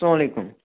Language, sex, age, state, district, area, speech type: Kashmiri, male, 18-30, Jammu and Kashmir, Baramulla, rural, conversation